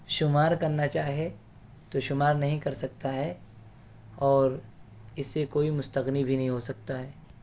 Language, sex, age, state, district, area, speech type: Urdu, male, 18-30, Delhi, East Delhi, urban, spontaneous